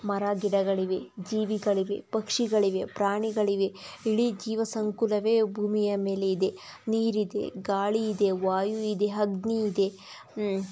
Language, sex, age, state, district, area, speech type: Kannada, female, 30-45, Karnataka, Tumkur, rural, spontaneous